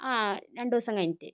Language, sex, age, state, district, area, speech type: Malayalam, female, 30-45, Kerala, Kozhikode, urban, spontaneous